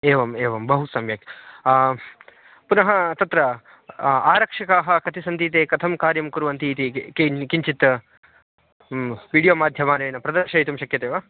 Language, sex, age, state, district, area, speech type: Sanskrit, male, 18-30, Karnataka, Dakshina Kannada, rural, conversation